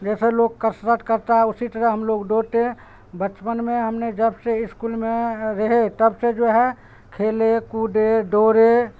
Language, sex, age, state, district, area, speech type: Urdu, male, 45-60, Bihar, Supaul, rural, spontaneous